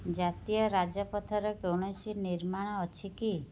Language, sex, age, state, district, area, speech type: Odia, female, 30-45, Odisha, Cuttack, urban, read